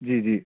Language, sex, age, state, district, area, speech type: Urdu, male, 18-30, Delhi, Central Delhi, urban, conversation